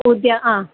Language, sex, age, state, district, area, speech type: Sanskrit, female, 18-30, Kerala, Malappuram, urban, conversation